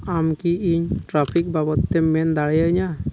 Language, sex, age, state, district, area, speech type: Santali, male, 30-45, Jharkhand, East Singhbhum, rural, read